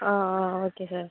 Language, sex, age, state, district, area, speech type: Tamil, female, 30-45, Tamil Nadu, Cuddalore, rural, conversation